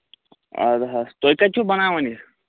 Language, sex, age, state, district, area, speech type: Kashmiri, male, 18-30, Jammu and Kashmir, Kulgam, rural, conversation